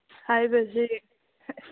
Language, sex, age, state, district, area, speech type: Manipuri, female, 30-45, Manipur, Churachandpur, rural, conversation